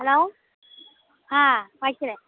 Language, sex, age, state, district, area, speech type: Tamil, female, 60+, Tamil Nadu, Pudukkottai, rural, conversation